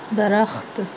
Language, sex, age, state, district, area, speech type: Urdu, female, 30-45, Maharashtra, Nashik, urban, read